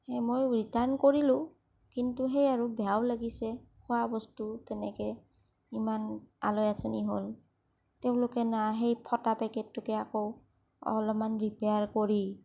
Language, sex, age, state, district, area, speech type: Assamese, female, 30-45, Assam, Kamrup Metropolitan, rural, spontaneous